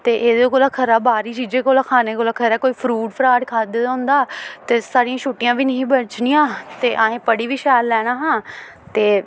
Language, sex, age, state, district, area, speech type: Dogri, female, 18-30, Jammu and Kashmir, Samba, urban, spontaneous